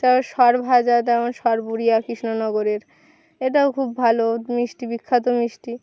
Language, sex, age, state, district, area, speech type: Bengali, female, 18-30, West Bengal, Birbhum, urban, spontaneous